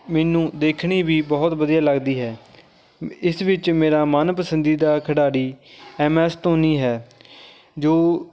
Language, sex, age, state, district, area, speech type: Punjabi, male, 18-30, Punjab, Fatehgarh Sahib, rural, spontaneous